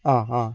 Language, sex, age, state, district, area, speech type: Malayalam, male, 60+, Kerala, Kozhikode, urban, spontaneous